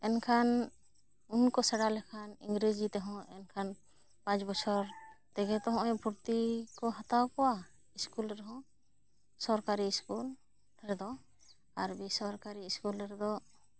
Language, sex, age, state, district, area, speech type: Santali, female, 30-45, West Bengal, Bankura, rural, spontaneous